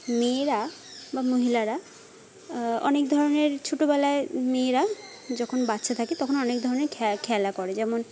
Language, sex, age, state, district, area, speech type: Bengali, female, 45-60, West Bengal, Jhargram, rural, spontaneous